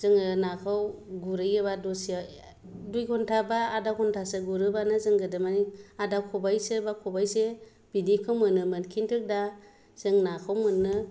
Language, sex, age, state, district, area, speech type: Bodo, female, 30-45, Assam, Kokrajhar, rural, spontaneous